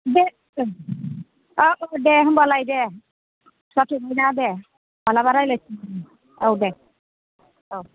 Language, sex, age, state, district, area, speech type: Bodo, female, 60+, Assam, Kokrajhar, rural, conversation